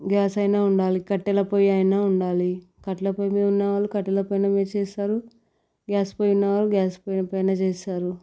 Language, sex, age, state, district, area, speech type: Telugu, female, 18-30, Telangana, Vikarabad, urban, spontaneous